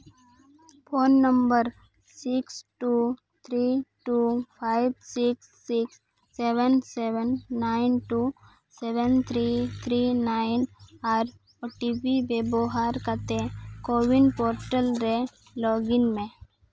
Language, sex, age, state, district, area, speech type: Santali, female, 18-30, Jharkhand, Seraikela Kharsawan, rural, read